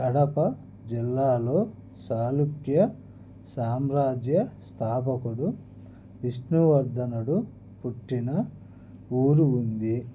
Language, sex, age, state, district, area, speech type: Telugu, male, 30-45, Andhra Pradesh, Annamaya, rural, spontaneous